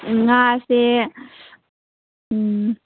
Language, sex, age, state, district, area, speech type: Manipuri, female, 18-30, Manipur, Kangpokpi, urban, conversation